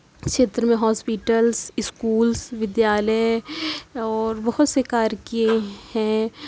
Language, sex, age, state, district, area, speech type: Urdu, female, 18-30, Uttar Pradesh, Mirzapur, rural, spontaneous